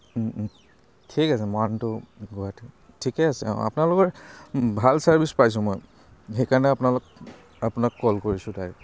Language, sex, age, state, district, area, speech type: Assamese, male, 30-45, Assam, Charaideo, urban, spontaneous